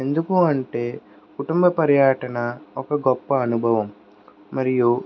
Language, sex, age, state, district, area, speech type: Telugu, male, 18-30, Andhra Pradesh, N T Rama Rao, urban, spontaneous